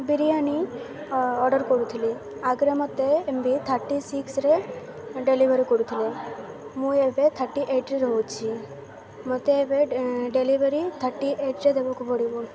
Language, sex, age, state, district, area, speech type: Odia, female, 18-30, Odisha, Malkangiri, urban, spontaneous